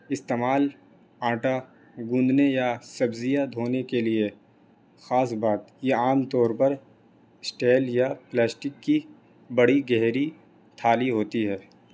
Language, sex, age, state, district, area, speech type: Urdu, male, 18-30, Delhi, North East Delhi, urban, spontaneous